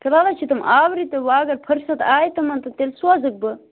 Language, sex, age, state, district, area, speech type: Kashmiri, female, 30-45, Jammu and Kashmir, Bandipora, rural, conversation